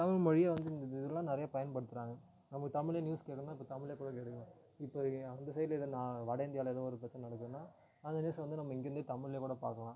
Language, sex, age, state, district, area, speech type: Tamil, male, 18-30, Tamil Nadu, Tiruvannamalai, urban, spontaneous